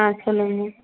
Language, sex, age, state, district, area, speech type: Tamil, female, 60+, Tamil Nadu, Dharmapuri, urban, conversation